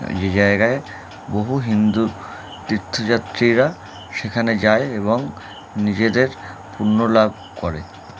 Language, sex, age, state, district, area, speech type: Bengali, male, 30-45, West Bengal, Howrah, urban, spontaneous